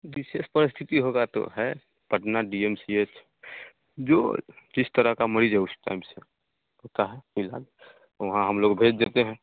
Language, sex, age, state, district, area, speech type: Hindi, male, 18-30, Bihar, Samastipur, rural, conversation